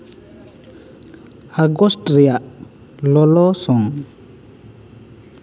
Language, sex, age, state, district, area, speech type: Santali, male, 18-30, West Bengal, Bankura, rural, read